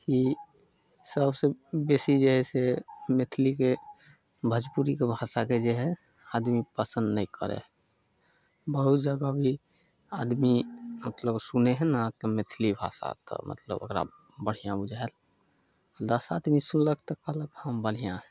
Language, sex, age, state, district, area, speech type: Maithili, male, 18-30, Bihar, Samastipur, rural, spontaneous